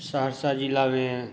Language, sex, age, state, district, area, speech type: Maithili, male, 30-45, Bihar, Saharsa, urban, spontaneous